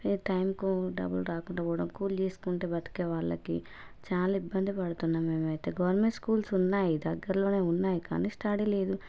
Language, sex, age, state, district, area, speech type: Telugu, female, 30-45, Telangana, Hanamkonda, rural, spontaneous